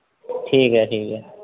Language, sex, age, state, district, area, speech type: Dogri, male, 18-30, Jammu and Kashmir, Samba, rural, conversation